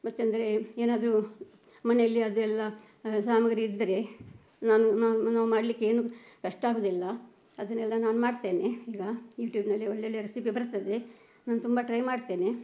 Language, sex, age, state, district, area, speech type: Kannada, female, 60+, Karnataka, Udupi, rural, spontaneous